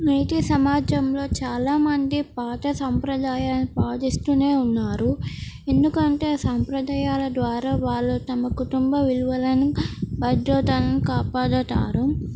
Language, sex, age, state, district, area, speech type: Telugu, female, 18-30, Telangana, Komaram Bheem, urban, spontaneous